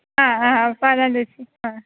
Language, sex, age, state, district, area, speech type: Malayalam, female, 18-30, Kerala, Alappuzha, rural, conversation